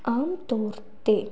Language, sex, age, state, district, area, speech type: Punjabi, female, 18-30, Punjab, Fazilka, rural, spontaneous